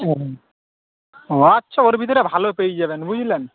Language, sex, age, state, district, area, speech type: Bengali, male, 18-30, West Bengal, Howrah, urban, conversation